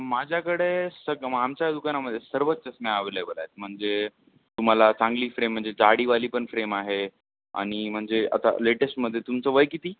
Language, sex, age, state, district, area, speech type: Marathi, male, 18-30, Maharashtra, Nanded, urban, conversation